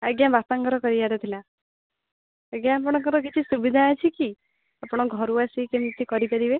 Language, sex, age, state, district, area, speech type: Odia, female, 18-30, Odisha, Jagatsinghpur, rural, conversation